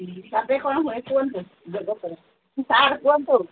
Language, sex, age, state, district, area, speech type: Odia, female, 45-60, Odisha, Sundergarh, rural, conversation